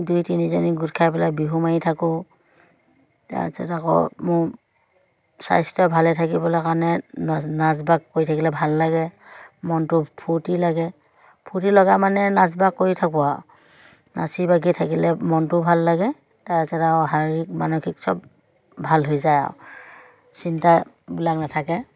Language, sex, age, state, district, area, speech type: Assamese, female, 45-60, Assam, Dhemaji, urban, spontaneous